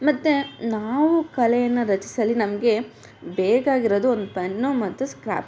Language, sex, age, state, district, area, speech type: Kannada, female, 18-30, Karnataka, Chitradurga, rural, spontaneous